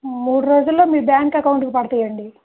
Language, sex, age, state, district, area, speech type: Telugu, female, 30-45, Andhra Pradesh, Krishna, rural, conversation